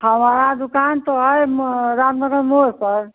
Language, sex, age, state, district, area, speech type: Hindi, female, 60+, Uttar Pradesh, Mau, rural, conversation